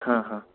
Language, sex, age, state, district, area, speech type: Gujarati, male, 18-30, Gujarat, Ahmedabad, urban, conversation